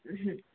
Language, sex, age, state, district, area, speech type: Bengali, female, 18-30, West Bengal, Howrah, urban, conversation